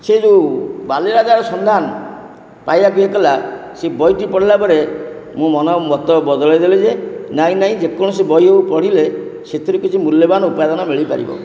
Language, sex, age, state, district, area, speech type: Odia, male, 60+, Odisha, Kendrapara, urban, spontaneous